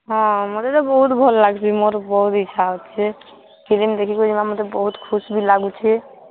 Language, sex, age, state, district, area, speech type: Odia, female, 18-30, Odisha, Balangir, urban, conversation